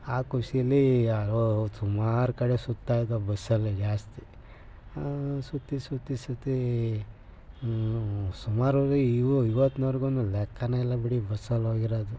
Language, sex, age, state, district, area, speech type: Kannada, male, 60+, Karnataka, Mysore, rural, spontaneous